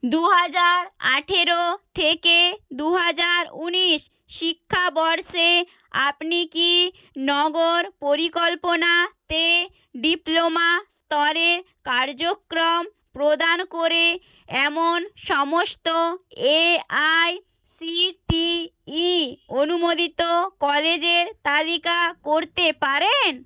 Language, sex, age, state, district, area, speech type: Bengali, female, 30-45, West Bengal, Nadia, rural, read